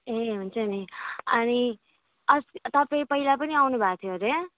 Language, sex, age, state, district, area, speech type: Nepali, female, 30-45, West Bengal, Alipurduar, urban, conversation